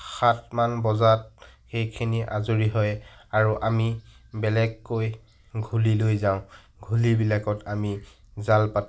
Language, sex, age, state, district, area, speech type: Assamese, male, 60+, Assam, Kamrup Metropolitan, urban, spontaneous